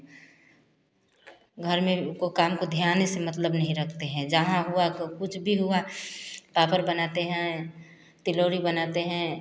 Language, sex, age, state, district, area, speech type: Hindi, female, 45-60, Bihar, Samastipur, rural, spontaneous